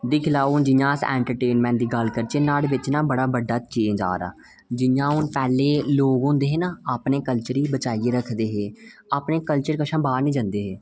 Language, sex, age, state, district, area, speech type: Dogri, male, 18-30, Jammu and Kashmir, Reasi, rural, spontaneous